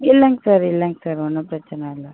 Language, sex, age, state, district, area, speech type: Tamil, female, 30-45, Tamil Nadu, Tiruchirappalli, rural, conversation